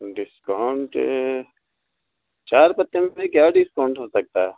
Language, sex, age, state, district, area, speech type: Urdu, male, 45-60, Bihar, Gaya, urban, conversation